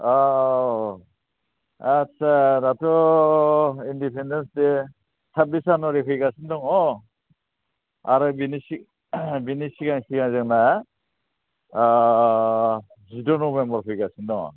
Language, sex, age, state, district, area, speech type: Bodo, male, 60+, Assam, Chirang, urban, conversation